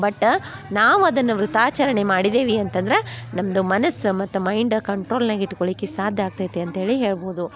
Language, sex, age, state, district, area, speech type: Kannada, female, 30-45, Karnataka, Dharwad, urban, spontaneous